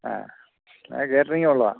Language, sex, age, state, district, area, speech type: Malayalam, male, 60+, Kerala, Kottayam, urban, conversation